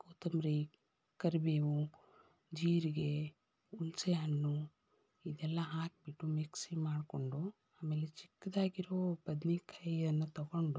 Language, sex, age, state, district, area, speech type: Kannada, female, 30-45, Karnataka, Davanagere, urban, spontaneous